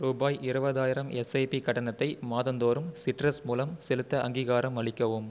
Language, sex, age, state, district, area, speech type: Tamil, male, 18-30, Tamil Nadu, Viluppuram, urban, read